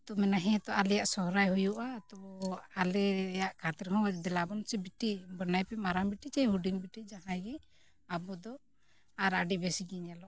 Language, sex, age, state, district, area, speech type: Santali, female, 45-60, Jharkhand, Bokaro, rural, spontaneous